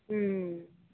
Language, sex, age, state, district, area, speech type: Kannada, female, 18-30, Karnataka, Mysore, urban, conversation